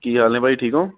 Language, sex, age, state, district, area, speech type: Punjabi, male, 45-60, Punjab, Patiala, urban, conversation